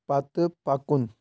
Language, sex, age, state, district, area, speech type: Kashmiri, male, 18-30, Jammu and Kashmir, Kulgam, rural, read